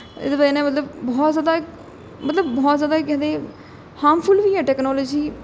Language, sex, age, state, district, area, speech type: Dogri, female, 18-30, Jammu and Kashmir, Jammu, urban, spontaneous